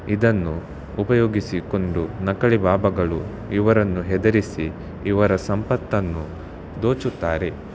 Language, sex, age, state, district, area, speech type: Kannada, male, 18-30, Karnataka, Shimoga, rural, spontaneous